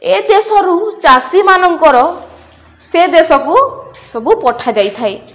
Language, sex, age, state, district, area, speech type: Odia, female, 18-30, Odisha, Balangir, urban, spontaneous